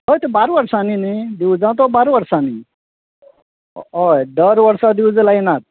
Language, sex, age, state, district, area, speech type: Goan Konkani, male, 60+, Goa, Quepem, rural, conversation